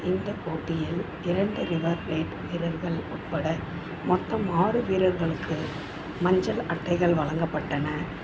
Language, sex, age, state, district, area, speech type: Tamil, female, 30-45, Tamil Nadu, Chennai, urban, read